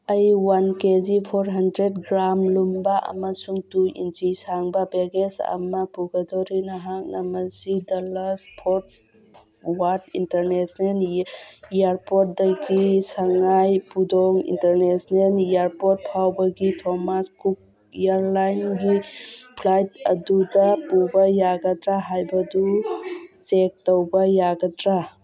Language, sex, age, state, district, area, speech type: Manipuri, female, 45-60, Manipur, Churachandpur, rural, read